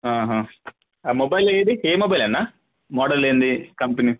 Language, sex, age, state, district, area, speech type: Telugu, male, 18-30, Telangana, Medak, rural, conversation